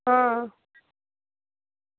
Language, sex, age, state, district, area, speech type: Dogri, female, 18-30, Jammu and Kashmir, Samba, rural, conversation